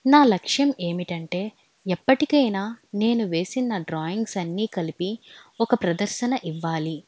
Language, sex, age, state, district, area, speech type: Telugu, female, 18-30, Andhra Pradesh, Alluri Sitarama Raju, urban, spontaneous